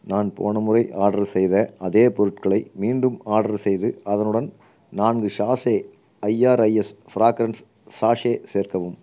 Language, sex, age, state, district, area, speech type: Tamil, male, 45-60, Tamil Nadu, Erode, urban, read